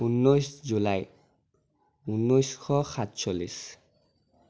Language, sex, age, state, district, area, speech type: Assamese, male, 18-30, Assam, Sonitpur, rural, spontaneous